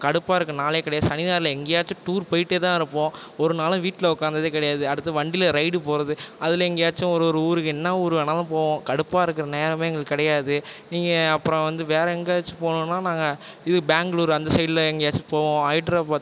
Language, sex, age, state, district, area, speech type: Tamil, male, 18-30, Tamil Nadu, Tiruvarur, rural, spontaneous